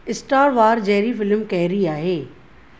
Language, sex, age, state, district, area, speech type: Sindhi, female, 45-60, Maharashtra, Thane, urban, read